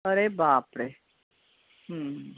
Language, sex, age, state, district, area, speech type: Marathi, female, 60+, Maharashtra, Mumbai Suburban, urban, conversation